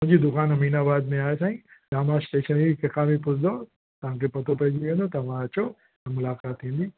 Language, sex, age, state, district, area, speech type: Sindhi, male, 60+, Uttar Pradesh, Lucknow, urban, conversation